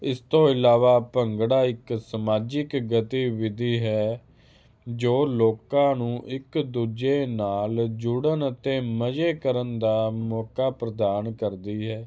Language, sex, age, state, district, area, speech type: Punjabi, male, 30-45, Punjab, Hoshiarpur, urban, spontaneous